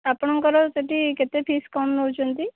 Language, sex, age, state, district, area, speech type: Odia, female, 18-30, Odisha, Puri, urban, conversation